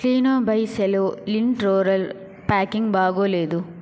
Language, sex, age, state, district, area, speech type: Telugu, female, 30-45, Andhra Pradesh, Chittoor, urban, read